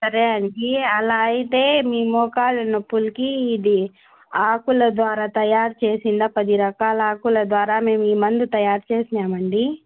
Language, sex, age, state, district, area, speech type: Telugu, female, 18-30, Andhra Pradesh, Annamaya, rural, conversation